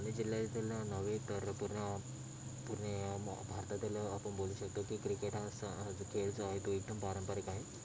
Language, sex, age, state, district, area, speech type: Marathi, male, 30-45, Maharashtra, Thane, urban, spontaneous